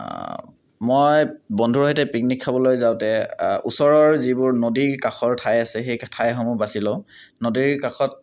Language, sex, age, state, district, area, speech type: Assamese, male, 18-30, Assam, Kamrup Metropolitan, urban, spontaneous